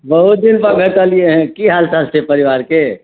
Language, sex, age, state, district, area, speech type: Maithili, male, 45-60, Bihar, Madhubani, urban, conversation